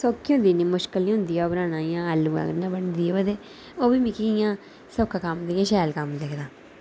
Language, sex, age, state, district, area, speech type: Dogri, female, 30-45, Jammu and Kashmir, Udhampur, urban, spontaneous